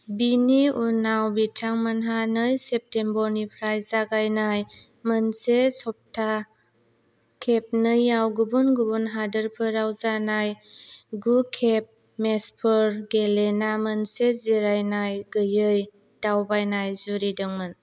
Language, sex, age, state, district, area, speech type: Bodo, female, 18-30, Assam, Kokrajhar, rural, read